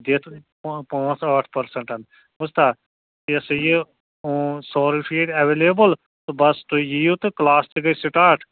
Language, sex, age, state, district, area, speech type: Kashmiri, male, 30-45, Jammu and Kashmir, Anantnag, rural, conversation